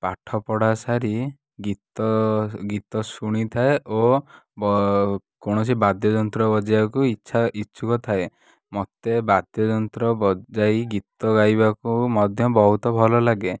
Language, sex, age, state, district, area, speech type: Odia, male, 18-30, Odisha, Kalahandi, rural, spontaneous